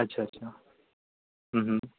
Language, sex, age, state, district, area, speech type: Marathi, male, 18-30, Maharashtra, Yavatmal, urban, conversation